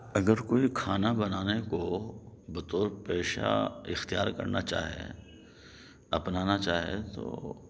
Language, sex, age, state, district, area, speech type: Urdu, male, 45-60, Delhi, Central Delhi, urban, spontaneous